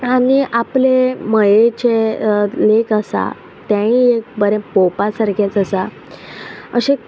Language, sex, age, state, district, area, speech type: Goan Konkani, female, 30-45, Goa, Quepem, rural, spontaneous